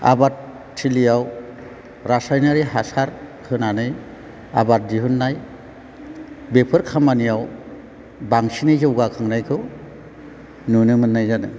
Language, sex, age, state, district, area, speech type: Bodo, male, 45-60, Assam, Chirang, urban, spontaneous